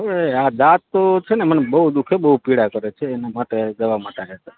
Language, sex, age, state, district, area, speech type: Gujarati, male, 30-45, Gujarat, Morbi, rural, conversation